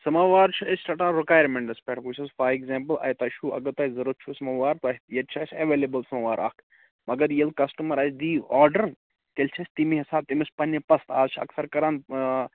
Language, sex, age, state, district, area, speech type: Kashmiri, male, 30-45, Jammu and Kashmir, Baramulla, rural, conversation